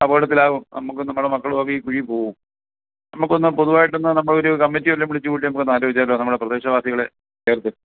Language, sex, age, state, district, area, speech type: Malayalam, male, 60+, Kerala, Alappuzha, rural, conversation